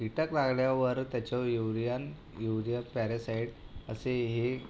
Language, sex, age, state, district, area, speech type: Marathi, male, 30-45, Maharashtra, Buldhana, urban, spontaneous